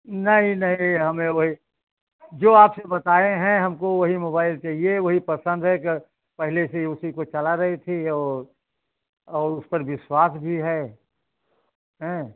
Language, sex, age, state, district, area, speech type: Hindi, male, 60+, Uttar Pradesh, Ayodhya, rural, conversation